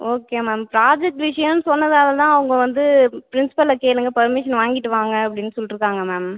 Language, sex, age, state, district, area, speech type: Tamil, female, 18-30, Tamil Nadu, Cuddalore, rural, conversation